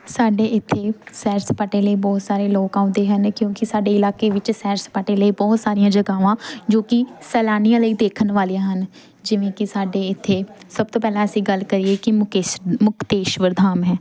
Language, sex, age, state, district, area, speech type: Punjabi, female, 18-30, Punjab, Pathankot, rural, spontaneous